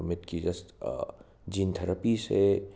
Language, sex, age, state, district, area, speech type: Manipuri, male, 30-45, Manipur, Imphal West, urban, spontaneous